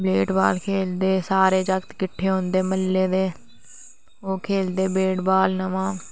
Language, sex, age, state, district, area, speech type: Dogri, female, 18-30, Jammu and Kashmir, Reasi, rural, spontaneous